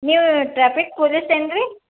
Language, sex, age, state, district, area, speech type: Kannada, female, 60+, Karnataka, Belgaum, rural, conversation